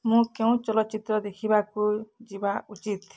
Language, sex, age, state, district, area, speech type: Odia, female, 45-60, Odisha, Bargarh, urban, read